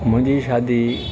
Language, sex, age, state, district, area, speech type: Sindhi, male, 60+, Maharashtra, Thane, urban, spontaneous